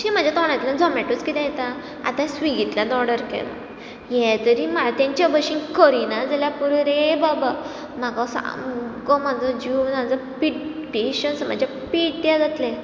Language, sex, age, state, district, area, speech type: Goan Konkani, female, 18-30, Goa, Ponda, rural, spontaneous